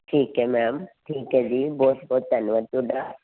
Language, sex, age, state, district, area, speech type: Punjabi, female, 45-60, Punjab, Fazilka, rural, conversation